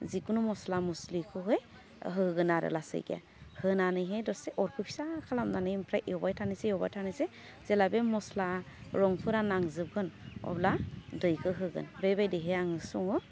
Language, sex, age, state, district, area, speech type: Bodo, female, 30-45, Assam, Udalguri, urban, spontaneous